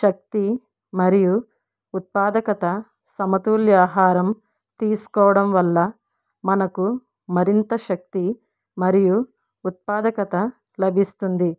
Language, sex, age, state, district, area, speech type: Telugu, female, 60+, Andhra Pradesh, East Godavari, rural, spontaneous